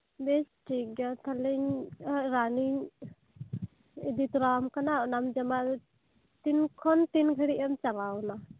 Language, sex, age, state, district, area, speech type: Santali, female, 18-30, West Bengal, Birbhum, rural, conversation